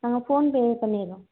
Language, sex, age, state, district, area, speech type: Tamil, female, 30-45, Tamil Nadu, Tiruvarur, rural, conversation